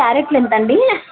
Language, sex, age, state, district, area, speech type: Telugu, female, 18-30, Andhra Pradesh, Krishna, urban, conversation